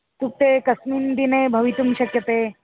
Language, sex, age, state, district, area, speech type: Sanskrit, female, 30-45, Karnataka, Dharwad, urban, conversation